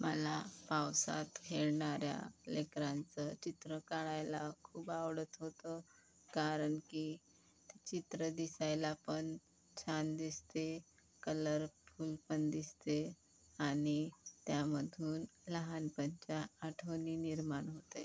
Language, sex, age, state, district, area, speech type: Marathi, female, 18-30, Maharashtra, Yavatmal, rural, spontaneous